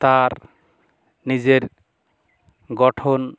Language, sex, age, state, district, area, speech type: Bengali, male, 60+, West Bengal, Bankura, urban, spontaneous